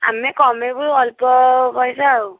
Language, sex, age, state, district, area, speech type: Odia, female, 18-30, Odisha, Bhadrak, rural, conversation